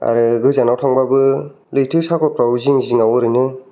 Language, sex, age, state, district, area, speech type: Bodo, male, 18-30, Assam, Kokrajhar, urban, spontaneous